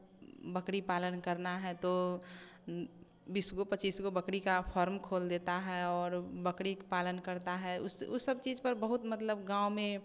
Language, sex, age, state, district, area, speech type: Hindi, female, 18-30, Bihar, Samastipur, rural, spontaneous